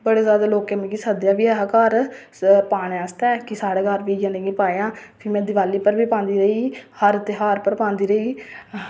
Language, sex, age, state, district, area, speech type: Dogri, female, 18-30, Jammu and Kashmir, Reasi, rural, spontaneous